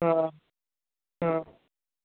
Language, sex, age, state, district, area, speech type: Urdu, male, 18-30, Maharashtra, Nashik, urban, conversation